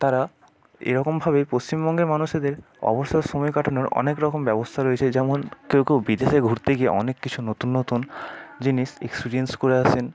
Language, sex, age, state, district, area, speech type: Bengali, male, 30-45, West Bengal, Purba Bardhaman, urban, spontaneous